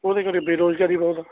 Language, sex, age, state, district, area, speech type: Punjabi, male, 45-60, Punjab, Kapurthala, urban, conversation